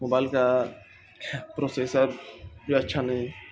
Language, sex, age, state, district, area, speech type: Urdu, male, 18-30, Bihar, Gaya, urban, spontaneous